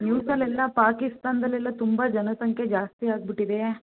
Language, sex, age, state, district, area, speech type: Kannada, female, 18-30, Karnataka, Mandya, rural, conversation